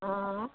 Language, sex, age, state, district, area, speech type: Assamese, female, 60+, Assam, Golaghat, rural, conversation